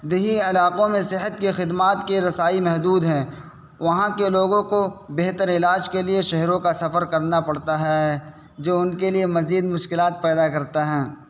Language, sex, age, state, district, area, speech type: Urdu, male, 18-30, Uttar Pradesh, Saharanpur, urban, spontaneous